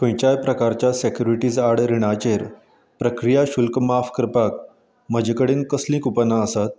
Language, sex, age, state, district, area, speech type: Goan Konkani, male, 30-45, Goa, Canacona, rural, read